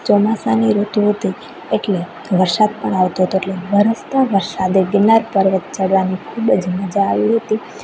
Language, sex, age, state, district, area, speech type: Gujarati, female, 18-30, Gujarat, Rajkot, rural, spontaneous